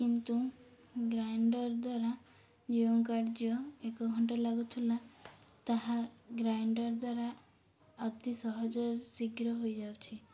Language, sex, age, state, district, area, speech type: Odia, female, 18-30, Odisha, Ganjam, urban, spontaneous